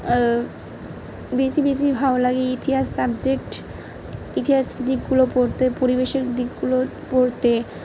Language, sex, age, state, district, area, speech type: Bengali, female, 18-30, West Bengal, Malda, urban, spontaneous